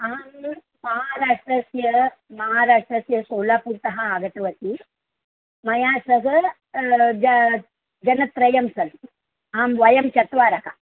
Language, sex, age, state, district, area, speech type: Sanskrit, female, 60+, Maharashtra, Mumbai City, urban, conversation